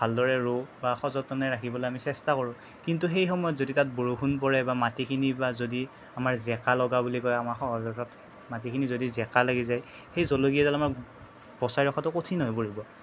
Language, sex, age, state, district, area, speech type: Assamese, male, 18-30, Assam, Darrang, rural, spontaneous